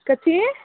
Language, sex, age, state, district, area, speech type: Maithili, female, 18-30, Bihar, Darbhanga, rural, conversation